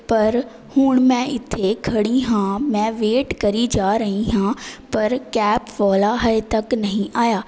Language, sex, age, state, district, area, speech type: Punjabi, female, 18-30, Punjab, Pathankot, urban, spontaneous